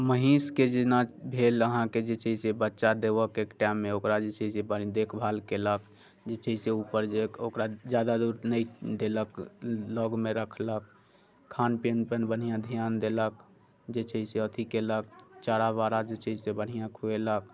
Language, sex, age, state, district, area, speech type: Maithili, male, 30-45, Bihar, Muzaffarpur, urban, spontaneous